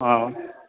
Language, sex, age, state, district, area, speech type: Maithili, male, 30-45, Bihar, Darbhanga, urban, conversation